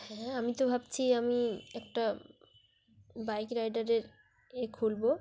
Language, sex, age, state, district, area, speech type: Bengali, female, 30-45, West Bengal, Dakshin Dinajpur, urban, spontaneous